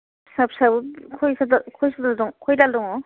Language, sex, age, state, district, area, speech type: Bodo, female, 45-60, Assam, Kokrajhar, rural, conversation